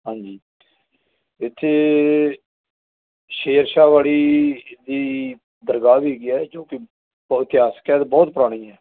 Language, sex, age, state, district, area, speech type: Punjabi, male, 30-45, Punjab, Firozpur, rural, conversation